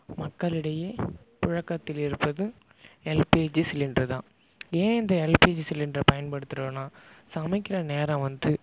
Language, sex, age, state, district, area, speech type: Tamil, male, 18-30, Tamil Nadu, Tiruvarur, rural, spontaneous